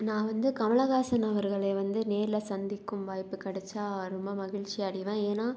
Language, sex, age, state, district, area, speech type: Tamil, female, 18-30, Tamil Nadu, Salem, urban, spontaneous